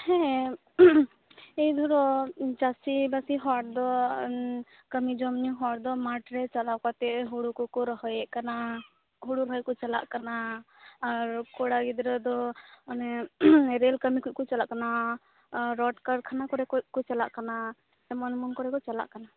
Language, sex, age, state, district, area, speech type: Santali, female, 18-30, West Bengal, Purba Bardhaman, rural, conversation